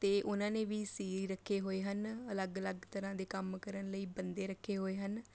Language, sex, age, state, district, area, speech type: Punjabi, female, 18-30, Punjab, Mohali, rural, spontaneous